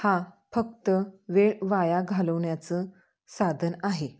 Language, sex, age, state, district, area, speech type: Marathi, female, 30-45, Maharashtra, Sangli, rural, spontaneous